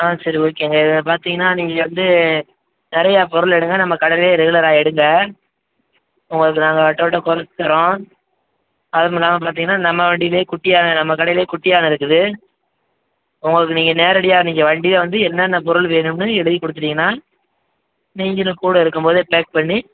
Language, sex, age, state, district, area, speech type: Tamil, male, 18-30, Tamil Nadu, Madurai, rural, conversation